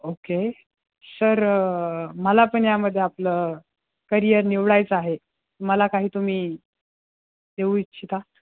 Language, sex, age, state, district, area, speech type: Marathi, male, 18-30, Maharashtra, Jalna, urban, conversation